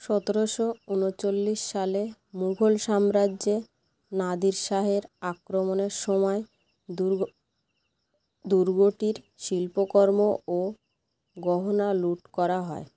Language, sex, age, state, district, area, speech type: Bengali, female, 30-45, West Bengal, North 24 Parganas, rural, read